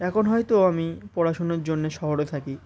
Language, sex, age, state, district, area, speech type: Bengali, male, 18-30, West Bengal, Uttar Dinajpur, urban, spontaneous